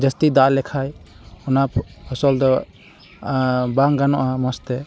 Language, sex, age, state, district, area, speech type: Santali, male, 18-30, West Bengal, Malda, rural, spontaneous